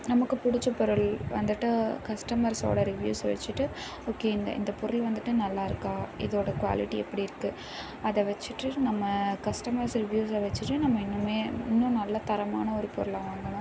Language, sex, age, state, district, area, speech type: Tamil, female, 18-30, Tamil Nadu, Karur, rural, spontaneous